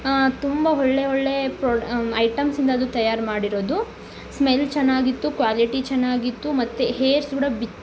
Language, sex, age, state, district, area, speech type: Kannada, female, 18-30, Karnataka, Tumkur, rural, spontaneous